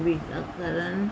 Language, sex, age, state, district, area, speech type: Punjabi, female, 60+, Punjab, Pathankot, rural, read